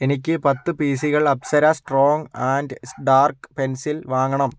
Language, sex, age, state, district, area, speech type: Malayalam, male, 45-60, Kerala, Kozhikode, urban, read